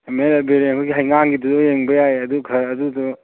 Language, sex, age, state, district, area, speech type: Manipuri, male, 30-45, Manipur, Churachandpur, rural, conversation